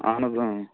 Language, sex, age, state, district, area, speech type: Kashmiri, male, 30-45, Jammu and Kashmir, Srinagar, urban, conversation